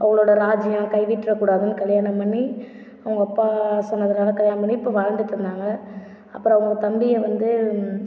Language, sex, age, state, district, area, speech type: Tamil, female, 18-30, Tamil Nadu, Ariyalur, rural, spontaneous